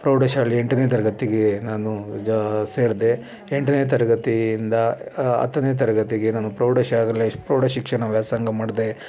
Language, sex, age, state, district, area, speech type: Kannada, male, 30-45, Karnataka, Bangalore Rural, rural, spontaneous